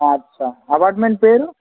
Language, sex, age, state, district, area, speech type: Telugu, male, 18-30, Telangana, Kamareddy, urban, conversation